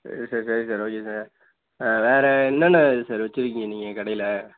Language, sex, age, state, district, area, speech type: Tamil, male, 18-30, Tamil Nadu, Nagapattinam, rural, conversation